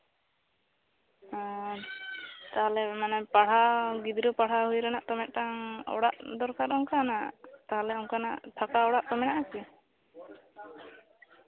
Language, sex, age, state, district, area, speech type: Santali, female, 18-30, West Bengal, Bankura, rural, conversation